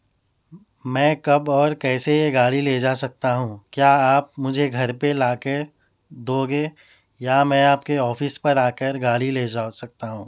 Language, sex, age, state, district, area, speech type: Urdu, male, 30-45, Telangana, Hyderabad, urban, spontaneous